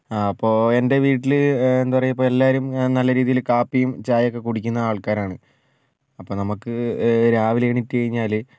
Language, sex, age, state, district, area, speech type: Malayalam, male, 45-60, Kerala, Wayanad, rural, spontaneous